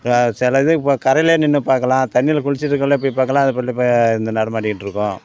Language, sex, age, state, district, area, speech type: Tamil, male, 60+, Tamil Nadu, Ariyalur, rural, spontaneous